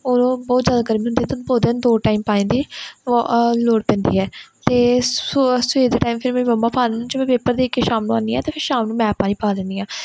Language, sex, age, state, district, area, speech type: Punjabi, female, 18-30, Punjab, Pathankot, rural, spontaneous